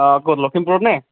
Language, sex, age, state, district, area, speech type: Assamese, male, 30-45, Assam, Kamrup Metropolitan, rural, conversation